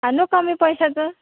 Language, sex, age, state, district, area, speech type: Marathi, female, 18-30, Maharashtra, Wardha, rural, conversation